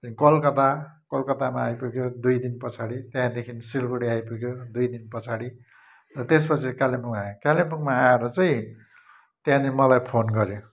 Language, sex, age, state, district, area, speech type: Nepali, male, 45-60, West Bengal, Kalimpong, rural, spontaneous